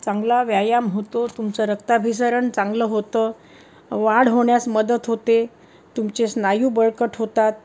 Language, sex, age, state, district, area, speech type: Marathi, female, 60+, Maharashtra, Pune, urban, spontaneous